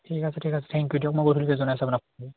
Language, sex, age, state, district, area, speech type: Assamese, male, 18-30, Assam, Charaideo, urban, conversation